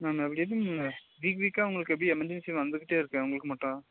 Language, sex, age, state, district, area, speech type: Tamil, male, 30-45, Tamil Nadu, Nilgiris, urban, conversation